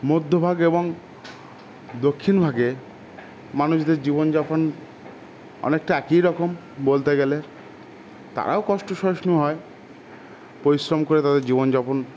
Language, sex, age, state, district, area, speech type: Bengali, male, 30-45, West Bengal, Howrah, urban, spontaneous